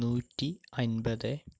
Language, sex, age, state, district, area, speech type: Malayalam, male, 45-60, Kerala, Palakkad, rural, spontaneous